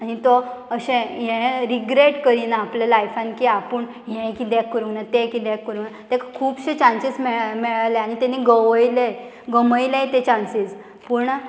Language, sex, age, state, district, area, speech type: Goan Konkani, female, 18-30, Goa, Murmgao, rural, spontaneous